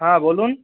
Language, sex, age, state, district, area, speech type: Bengali, male, 18-30, West Bengal, Darjeeling, rural, conversation